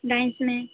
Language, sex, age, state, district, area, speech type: Hindi, female, 18-30, Madhya Pradesh, Hoshangabad, urban, conversation